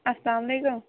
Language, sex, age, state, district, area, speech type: Kashmiri, female, 30-45, Jammu and Kashmir, Kulgam, rural, conversation